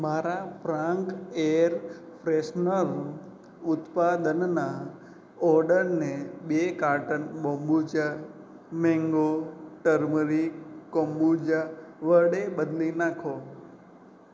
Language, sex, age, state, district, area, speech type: Gujarati, male, 18-30, Gujarat, Anand, rural, read